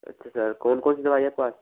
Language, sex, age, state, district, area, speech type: Hindi, male, 18-30, Rajasthan, Bharatpur, rural, conversation